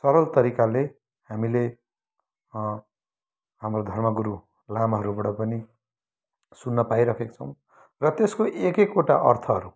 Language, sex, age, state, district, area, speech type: Nepali, male, 45-60, West Bengal, Kalimpong, rural, spontaneous